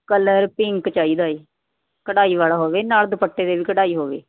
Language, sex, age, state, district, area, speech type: Punjabi, female, 45-60, Punjab, Mohali, urban, conversation